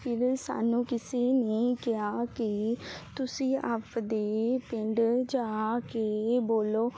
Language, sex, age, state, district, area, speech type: Punjabi, female, 18-30, Punjab, Fazilka, rural, spontaneous